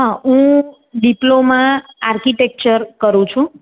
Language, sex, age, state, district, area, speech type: Gujarati, female, 45-60, Gujarat, Surat, urban, conversation